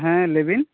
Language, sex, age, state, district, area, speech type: Santali, male, 18-30, West Bengal, Bankura, rural, conversation